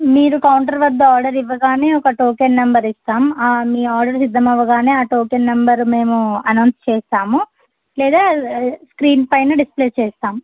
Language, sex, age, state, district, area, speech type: Telugu, female, 18-30, Telangana, Jangaon, urban, conversation